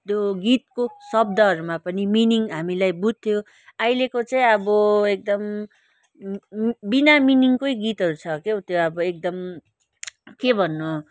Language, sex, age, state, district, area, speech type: Nepali, female, 60+, West Bengal, Kalimpong, rural, spontaneous